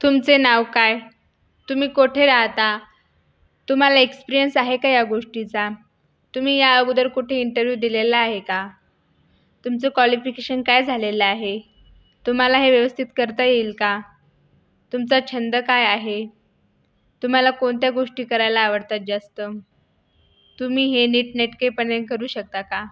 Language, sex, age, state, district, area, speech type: Marathi, female, 18-30, Maharashtra, Buldhana, rural, spontaneous